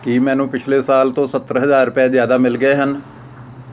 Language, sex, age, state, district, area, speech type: Punjabi, male, 45-60, Punjab, Amritsar, rural, read